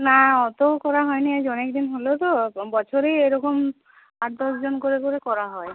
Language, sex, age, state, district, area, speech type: Bengali, female, 45-60, West Bengal, Uttar Dinajpur, rural, conversation